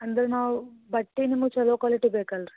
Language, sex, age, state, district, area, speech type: Kannada, female, 18-30, Karnataka, Gulbarga, urban, conversation